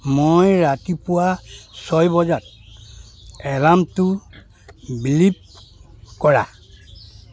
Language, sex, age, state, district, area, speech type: Assamese, male, 60+, Assam, Dibrugarh, rural, read